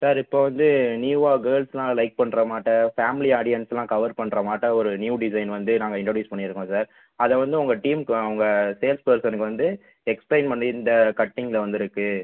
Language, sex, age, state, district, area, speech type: Tamil, male, 18-30, Tamil Nadu, Pudukkottai, rural, conversation